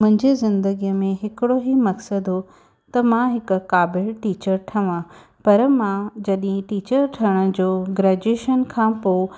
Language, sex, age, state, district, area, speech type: Sindhi, female, 30-45, Maharashtra, Thane, urban, spontaneous